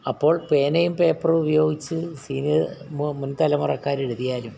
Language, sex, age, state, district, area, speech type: Malayalam, male, 60+, Kerala, Alappuzha, rural, spontaneous